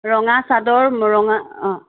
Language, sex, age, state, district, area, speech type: Assamese, female, 30-45, Assam, Sivasagar, rural, conversation